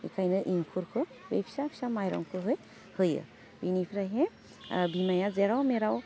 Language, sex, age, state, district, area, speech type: Bodo, female, 30-45, Assam, Udalguri, urban, spontaneous